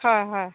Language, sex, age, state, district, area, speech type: Assamese, female, 60+, Assam, Dhemaji, rural, conversation